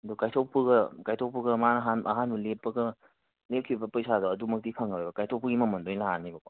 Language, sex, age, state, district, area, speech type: Manipuri, male, 30-45, Manipur, Kangpokpi, urban, conversation